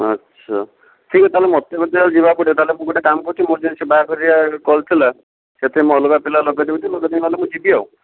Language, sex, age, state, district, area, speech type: Odia, male, 45-60, Odisha, Jajpur, rural, conversation